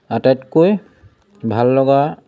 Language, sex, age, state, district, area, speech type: Assamese, male, 30-45, Assam, Sivasagar, rural, spontaneous